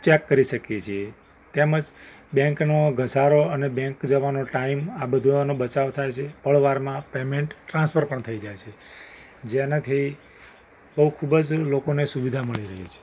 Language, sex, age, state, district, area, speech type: Gujarati, male, 45-60, Gujarat, Ahmedabad, urban, spontaneous